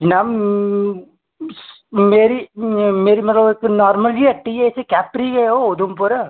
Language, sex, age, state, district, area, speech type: Dogri, male, 30-45, Jammu and Kashmir, Udhampur, rural, conversation